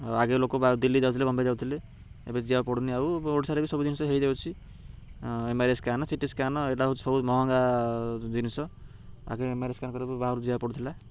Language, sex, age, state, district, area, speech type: Odia, male, 30-45, Odisha, Ganjam, urban, spontaneous